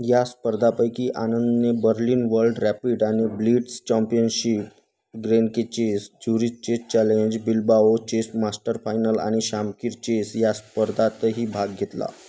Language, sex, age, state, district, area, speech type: Marathi, male, 30-45, Maharashtra, Nagpur, urban, read